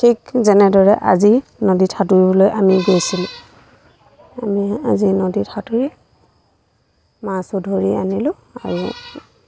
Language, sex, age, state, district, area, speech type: Assamese, female, 30-45, Assam, Lakhimpur, rural, spontaneous